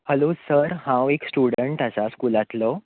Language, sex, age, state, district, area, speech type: Goan Konkani, male, 18-30, Goa, Bardez, urban, conversation